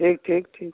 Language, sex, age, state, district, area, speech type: Hindi, male, 60+, Uttar Pradesh, Ayodhya, rural, conversation